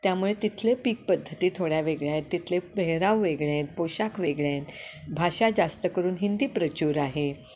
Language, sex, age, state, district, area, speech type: Marathi, female, 60+, Maharashtra, Kolhapur, urban, spontaneous